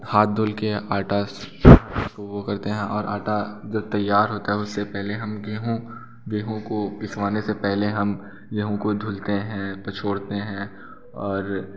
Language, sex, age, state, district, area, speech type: Hindi, male, 18-30, Uttar Pradesh, Bhadohi, urban, spontaneous